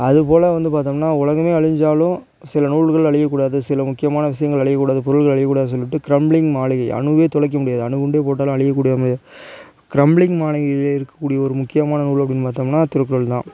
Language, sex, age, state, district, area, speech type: Tamil, male, 45-60, Tamil Nadu, Tiruchirappalli, rural, spontaneous